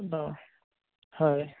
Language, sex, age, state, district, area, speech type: Assamese, male, 30-45, Assam, Goalpara, urban, conversation